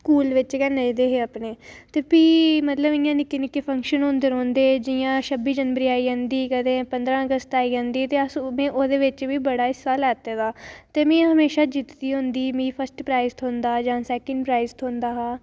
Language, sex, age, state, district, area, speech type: Dogri, female, 18-30, Jammu and Kashmir, Reasi, rural, spontaneous